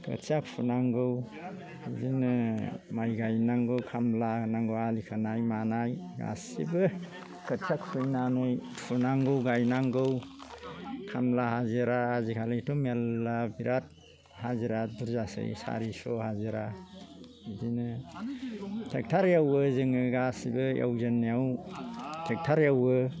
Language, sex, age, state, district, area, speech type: Bodo, male, 60+, Assam, Chirang, rural, spontaneous